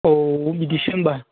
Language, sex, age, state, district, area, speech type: Bodo, male, 18-30, Assam, Baksa, rural, conversation